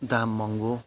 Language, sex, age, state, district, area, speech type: Nepali, male, 45-60, West Bengal, Kalimpong, rural, spontaneous